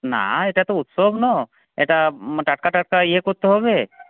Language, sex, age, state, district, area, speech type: Bengali, male, 30-45, West Bengal, Purulia, rural, conversation